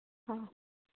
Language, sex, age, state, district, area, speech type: Gujarati, female, 30-45, Gujarat, Kheda, urban, conversation